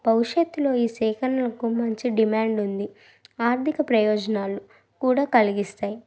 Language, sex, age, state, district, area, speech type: Telugu, female, 30-45, Andhra Pradesh, Krishna, urban, spontaneous